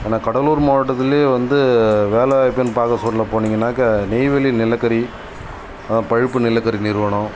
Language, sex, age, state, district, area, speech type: Tamil, male, 30-45, Tamil Nadu, Cuddalore, rural, spontaneous